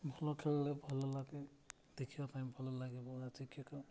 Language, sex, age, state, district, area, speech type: Odia, male, 18-30, Odisha, Nabarangpur, urban, spontaneous